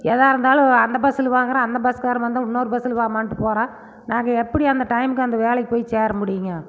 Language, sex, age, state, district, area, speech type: Tamil, female, 45-60, Tamil Nadu, Erode, rural, spontaneous